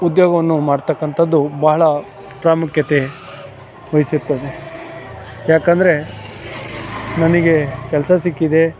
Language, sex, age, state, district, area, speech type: Kannada, male, 45-60, Karnataka, Chikkamagaluru, rural, spontaneous